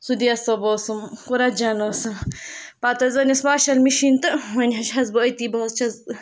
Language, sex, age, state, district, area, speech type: Kashmiri, female, 30-45, Jammu and Kashmir, Ganderbal, rural, spontaneous